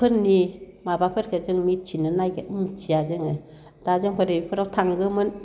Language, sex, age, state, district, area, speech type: Bodo, female, 60+, Assam, Baksa, urban, spontaneous